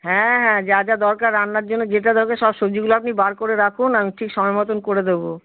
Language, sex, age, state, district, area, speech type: Bengali, female, 45-60, West Bengal, Kolkata, urban, conversation